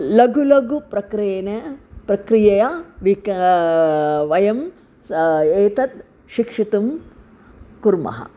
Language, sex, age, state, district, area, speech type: Sanskrit, female, 60+, Tamil Nadu, Chennai, urban, spontaneous